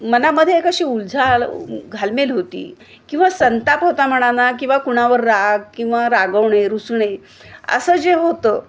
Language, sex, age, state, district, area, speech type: Marathi, female, 60+, Maharashtra, Kolhapur, urban, spontaneous